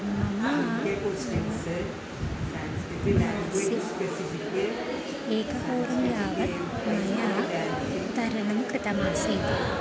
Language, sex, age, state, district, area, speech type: Sanskrit, female, 18-30, Kerala, Thrissur, urban, spontaneous